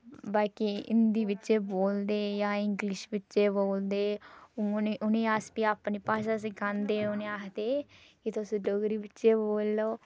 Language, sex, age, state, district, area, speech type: Dogri, female, 30-45, Jammu and Kashmir, Reasi, rural, spontaneous